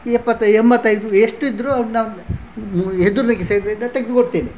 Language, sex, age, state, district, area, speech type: Kannada, male, 60+, Karnataka, Udupi, rural, spontaneous